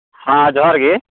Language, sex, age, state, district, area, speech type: Santali, male, 18-30, West Bengal, Birbhum, rural, conversation